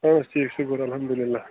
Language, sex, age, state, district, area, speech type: Kashmiri, male, 30-45, Jammu and Kashmir, Bandipora, rural, conversation